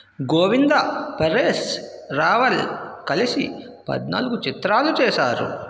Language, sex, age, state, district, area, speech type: Telugu, male, 60+, Andhra Pradesh, Vizianagaram, rural, read